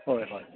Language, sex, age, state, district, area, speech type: Manipuri, male, 60+, Manipur, Imphal East, rural, conversation